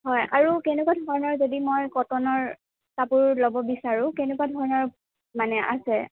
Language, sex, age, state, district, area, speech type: Assamese, female, 18-30, Assam, Sonitpur, rural, conversation